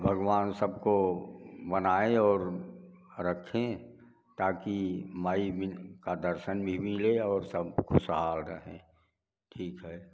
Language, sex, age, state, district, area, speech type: Hindi, male, 60+, Uttar Pradesh, Prayagraj, rural, spontaneous